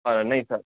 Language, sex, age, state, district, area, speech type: Gujarati, male, 18-30, Gujarat, Junagadh, urban, conversation